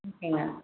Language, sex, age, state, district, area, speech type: Tamil, female, 30-45, Tamil Nadu, Salem, urban, conversation